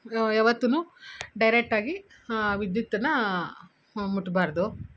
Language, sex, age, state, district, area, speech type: Kannada, female, 30-45, Karnataka, Kolar, urban, spontaneous